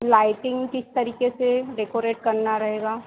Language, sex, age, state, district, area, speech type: Hindi, female, 18-30, Madhya Pradesh, Harda, urban, conversation